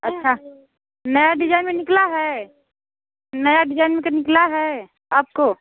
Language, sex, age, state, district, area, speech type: Hindi, female, 30-45, Uttar Pradesh, Bhadohi, urban, conversation